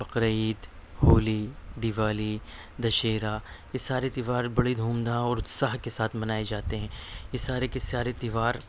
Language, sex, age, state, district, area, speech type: Urdu, male, 30-45, Delhi, Central Delhi, urban, spontaneous